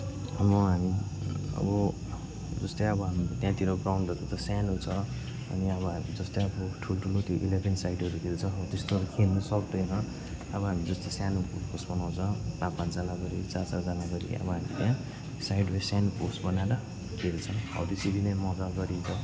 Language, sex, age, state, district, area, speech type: Nepali, male, 18-30, West Bengal, Darjeeling, rural, spontaneous